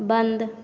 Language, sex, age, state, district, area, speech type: Hindi, female, 18-30, Bihar, Vaishali, rural, read